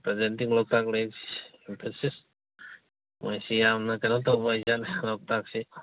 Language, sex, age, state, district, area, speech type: Manipuri, male, 60+, Manipur, Kangpokpi, urban, conversation